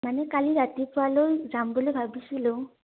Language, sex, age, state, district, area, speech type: Assamese, female, 18-30, Assam, Udalguri, rural, conversation